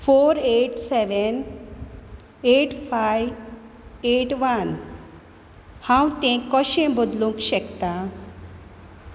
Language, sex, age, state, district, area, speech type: Goan Konkani, female, 30-45, Goa, Quepem, rural, read